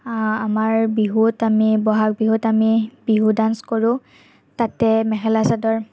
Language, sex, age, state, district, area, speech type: Assamese, female, 45-60, Assam, Morigaon, urban, spontaneous